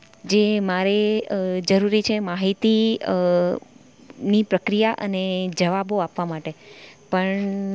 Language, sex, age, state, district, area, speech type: Gujarati, female, 30-45, Gujarat, Valsad, rural, spontaneous